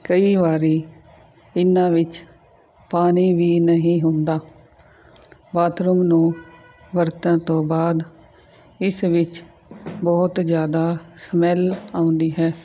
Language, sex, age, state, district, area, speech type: Punjabi, female, 30-45, Punjab, Fazilka, rural, spontaneous